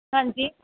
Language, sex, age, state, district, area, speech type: Punjabi, female, 18-30, Punjab, Hoshiarpur, rural, conversation